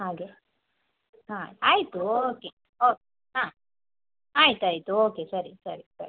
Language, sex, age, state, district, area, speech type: Kannada, female, 30-45, Karnataka, Dakshina Kannada, rural, conversation